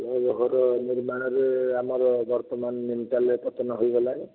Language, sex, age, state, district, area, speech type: Odia, male, 60+, Odisha, Jajpur, rural, conversation